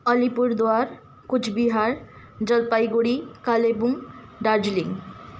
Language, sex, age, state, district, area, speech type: Nepali, female, 18-30, West Bengal, Kalimpong, rural, spontaneous